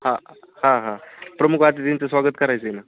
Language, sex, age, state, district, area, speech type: Marathi, male, 18-30, Maharashtra, Jalna, rural, conversation